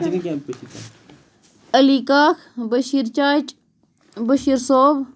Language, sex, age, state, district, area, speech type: Kashmiri, female, 30-45, Jammu and Kashmir, Pulwama, urban, spontaneous